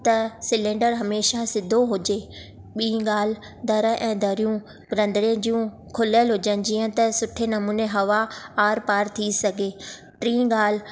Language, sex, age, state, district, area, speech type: Sindhi, female, 30-45, Maharashtra, Thane, urban, spontaneous